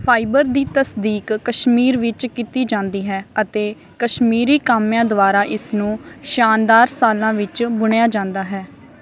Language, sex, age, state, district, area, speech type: Punjabi, female, 18-30, Punjab, Barnala, rural, read